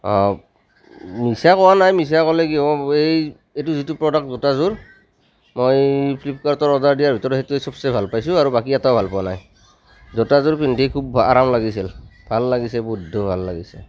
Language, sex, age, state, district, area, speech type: Assamese, male, 30-45, Assam, Nalbari, rural, spontaneous